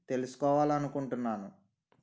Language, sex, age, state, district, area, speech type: Telugu, male, 18-30, Andhra Pradesh, N T Rama Rao, urban, read